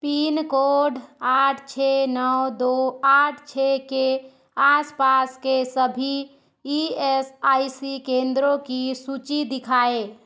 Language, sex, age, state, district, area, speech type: Hindi, female, 60+, Madhya Pradesh, Balaghat, rural, read